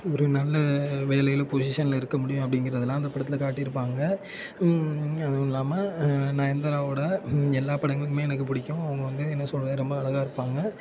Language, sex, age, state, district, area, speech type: Tamil, male, 18-30, Tamil Nadu, Thanjavur, urban, spontaneous